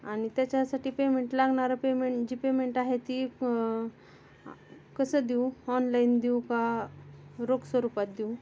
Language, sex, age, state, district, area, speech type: Marathi, female, 30-45, Maharashtra, Osmanabad, rural, spontaneous